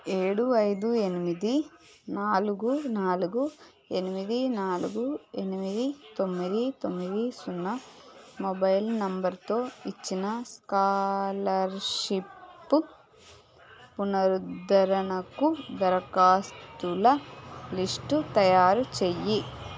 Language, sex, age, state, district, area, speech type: Telugu, female, 30-45, Andhra Pradesh, Visakhapatnam, urban, read